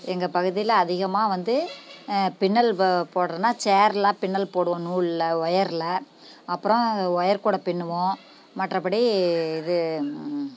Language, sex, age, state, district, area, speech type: Tamil, female, 45-60, Tamil Nadu, Namakkal, rural, spontaneous